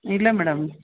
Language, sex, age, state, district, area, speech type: Kannada, female, 45-60, Karnataka, Bangalore Urban, urban, conversation